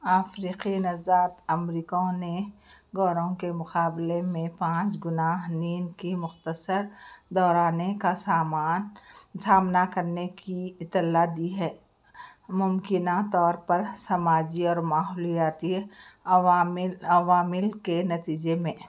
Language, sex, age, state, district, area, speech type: Urdu, other, 60+, Telangana, Hyderabad, urban, read